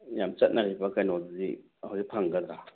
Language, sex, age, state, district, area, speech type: Manipuri, male, 60+, Manipur, Churachandpur, urban, conversation